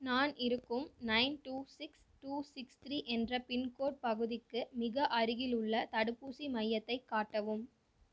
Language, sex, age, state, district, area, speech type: Tamil, female, 18-30, Tamil Nadu, Coimbatore, rural, read